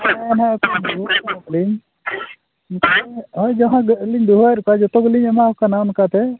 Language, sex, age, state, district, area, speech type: Santali, male, 60+, Odisha, Mayurbhanj, rural, conversation